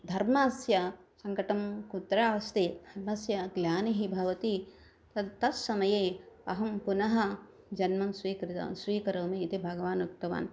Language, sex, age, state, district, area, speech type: Sanskrit, female, 60+, Andhra Pradesh, Krishna, urban, spontaneous